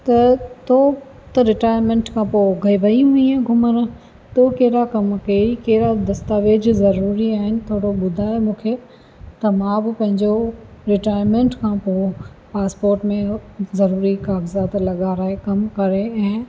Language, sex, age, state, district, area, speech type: Sindhi, female, 45-60, Rajasthan, Ajmer, urban, spontaneous